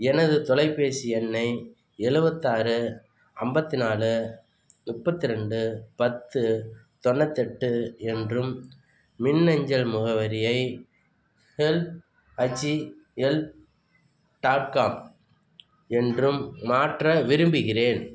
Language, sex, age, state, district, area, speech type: Tamil, male, 60+, Tamil Nadu, Perambalur, urban, read